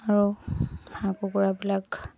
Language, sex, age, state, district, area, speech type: Assamese, female, 45-60, Assam, Dibrugarh, rural, spontaneous